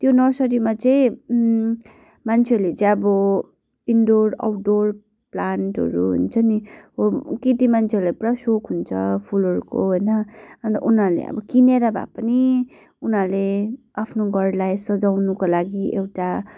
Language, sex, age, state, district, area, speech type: Nepali, female, 18-30, West Bengal, Kalimpong, rural, spontaneous